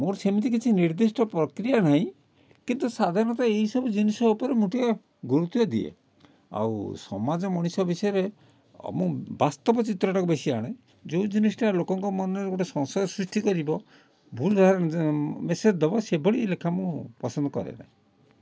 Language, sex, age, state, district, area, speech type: Odia, male, 60+, Odisha, Kalahandi, rural, spontaneous